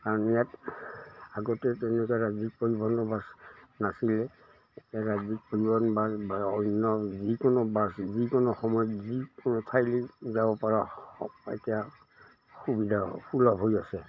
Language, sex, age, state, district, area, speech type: Assamese, male, 60+, Assam, Udalguri, rural, spontaneous